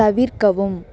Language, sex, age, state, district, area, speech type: Tamil, female, 18-30, Tamil Nadu, Thanjavur, urban, read